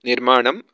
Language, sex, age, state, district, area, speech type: Sanskrit, male, 30-45, Karnataka, Bangalore Urban, urban, spontaneous